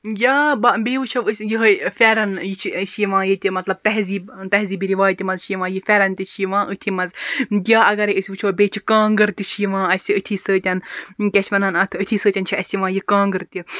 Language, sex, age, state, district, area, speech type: Kashmiri, female, 30-45, Jammu and Kashmir, Baramulla, rural, spontaneous